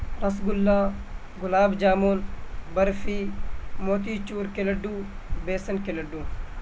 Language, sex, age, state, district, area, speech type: Urdu, male, 18-30, Bihar, Purnia, rural, spontaneous